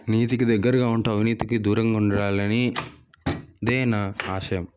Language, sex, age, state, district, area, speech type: Telugu, male, 30-45, Telangana, Sangareddy, urban, spontaneous